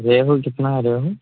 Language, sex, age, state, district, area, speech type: Urdu, male, 18-30, Bihar, Supaul, rural, conversation